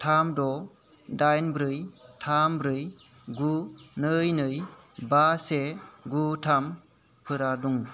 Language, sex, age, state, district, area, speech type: Bodo, male, 30-45, Assam, Kokrajhar, rural, read